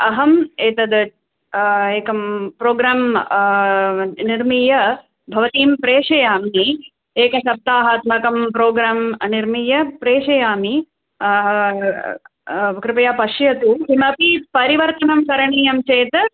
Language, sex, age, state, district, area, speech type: Sanskrit, female, 45-60, Tamil Nadu, Chennai, urban, conversation